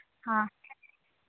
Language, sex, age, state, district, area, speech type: Hindi, female, 30-45, Bihar, Begusarai, rural, conversation